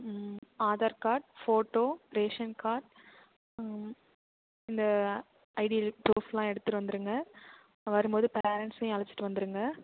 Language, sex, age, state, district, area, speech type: Tamil, female, 18-30, Tamil Nadu, Mayiladuthurai, urban, conversation